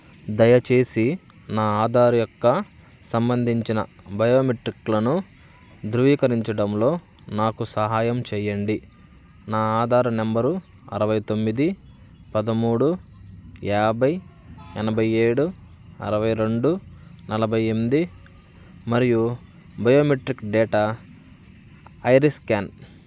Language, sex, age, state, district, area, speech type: Telugu, male, 30-45, Andhra Pradesh, Bapatla, urban, read